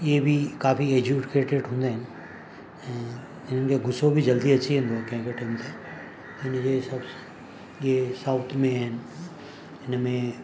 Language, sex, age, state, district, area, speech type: Sindhi, male, 45-60, Maharashtra, Mumbai Suburban, urban, spontaneous